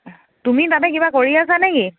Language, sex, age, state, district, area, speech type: Assamese, female, 18-30, Assam, Lakhimpur, rural, conversation